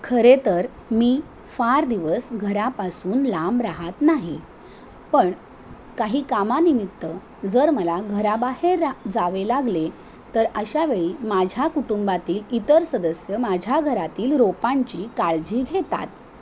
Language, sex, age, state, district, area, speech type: Marathi, female, 45-60, Maharashtra, Thane, rural, spontaneous